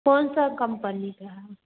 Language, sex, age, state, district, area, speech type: Hindi, female, 60+, Bihar, Madhepura, rural, conversation